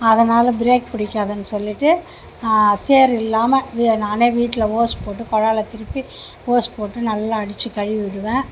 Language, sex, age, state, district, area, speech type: Tamil, female, 60+, Tamil Nadu, Mayiladuthurai, rural, spontaneous